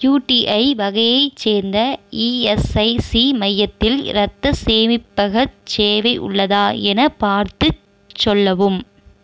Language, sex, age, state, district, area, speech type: Tamil, female, 18-30, Tamil Nadu, Erode, rural, read